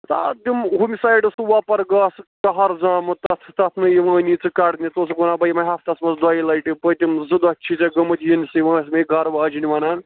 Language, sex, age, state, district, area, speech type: Kashmiri, male, 18-30, Jammu and Kashmir, Budgam, rural, conversation